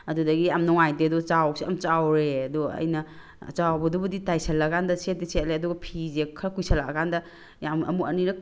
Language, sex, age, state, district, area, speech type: Manipuri, female, 45-60, Manipur, Tengnoupal, rural, spontaneous